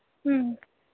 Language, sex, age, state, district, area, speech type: Manipuri, female, 30-45, Manipur, Senapati, rural, conversation